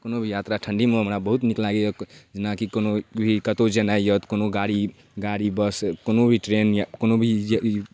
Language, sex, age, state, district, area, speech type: Maithili, male, 18-30, Bihar, Darbhanga, urban, spontaneous